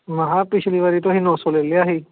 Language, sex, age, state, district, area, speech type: Punjabi, male, 18-30, Punjab, Gurdaspur, rural, conversation